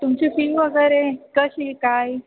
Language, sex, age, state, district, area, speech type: Marathi, female, 30-45, Maharashtra, Ahmednagar, urban, conversation